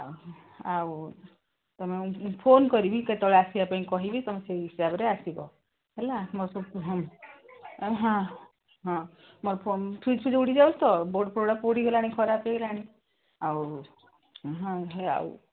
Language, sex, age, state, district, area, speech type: Odia, female, 60+, Odisha, Gajapati, rural, conversation